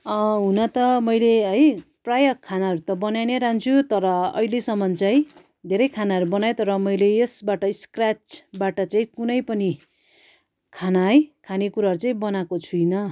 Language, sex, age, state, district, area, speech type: Nepali, female, 45-60, West Bengal, Darjeeling, rural, spontaneous